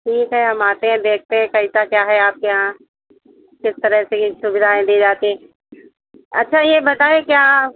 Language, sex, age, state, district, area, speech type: Hindi, female, 60+, Uttar Pradesh, Sitapur, rural, conversation